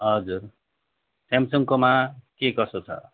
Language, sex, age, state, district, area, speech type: Nepali, male, 30-45, West Bengal, Darjeeling, rural, conversation